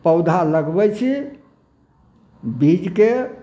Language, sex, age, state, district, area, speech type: Maithili, male, 60+, Bihar, Samastipur, urban, spontaneous